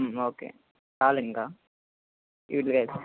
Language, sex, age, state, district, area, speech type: Telugu, male, 18-30, Andhra Pradesh, Eluru, urban, conversation